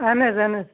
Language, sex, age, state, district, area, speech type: Kashmiri, female, 18-30, Jammu and Kashmir, Budgam, rural, conversation